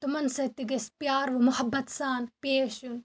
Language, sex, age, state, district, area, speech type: Kashmiri, female, 45-60, Jammu and Kashmir, Baramulla, rural, spontaneous